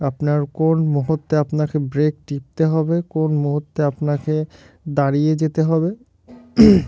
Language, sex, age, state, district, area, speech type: Bengali, male, 30-45, West Bengal, Murshidabad, urban, spontaneous